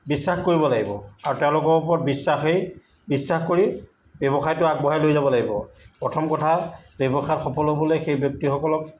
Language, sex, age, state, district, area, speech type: Assamese, male, 45-60, Assam, Jorhat, urban, spontaneous